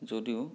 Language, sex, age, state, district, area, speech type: Assamese, male, 30-45, Assam, Sonitpur, rural, spontaneous